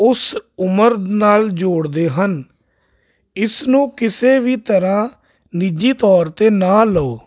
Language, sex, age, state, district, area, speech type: Punjabi, male, 30-45, Punjab, Jalandhar, urban, spontaneous